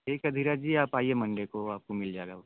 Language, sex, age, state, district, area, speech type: Hindi, male, 45-60, Uttar Pradesh, Sonbhadra, rural, conversation